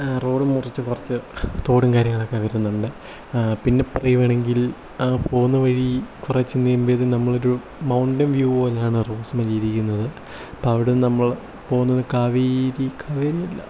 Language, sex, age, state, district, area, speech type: Malayalam, male, 18-30, Kerala, Kottayam, rural, spontaneous